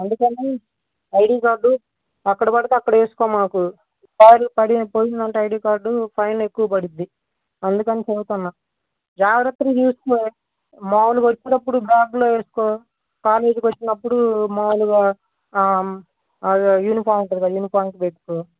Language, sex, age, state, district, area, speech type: Telugu, male, 18-30, Andhra Pradesh, Guntur, urban, conversation